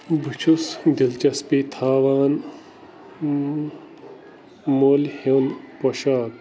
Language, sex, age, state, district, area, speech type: Kashmiri, male, 30-45, Jammu and Kashmir, Bandipora, rural, read